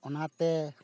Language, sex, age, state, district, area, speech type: Santali, male, 45-60, West Bengal, Bankura, rural, spontaneous